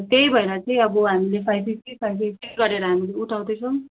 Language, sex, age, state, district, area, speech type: Nepali, female, 18-30, West Bengal, Kalimpong, rural, conversation